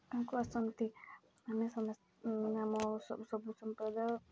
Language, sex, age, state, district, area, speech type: Odia, female, 18-30, Odisha, Mayurbhanj, rural, spontaneous